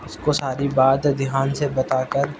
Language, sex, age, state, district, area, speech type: Urdu, male, 18-30, Delhi, East Delhi, rural, spontaneous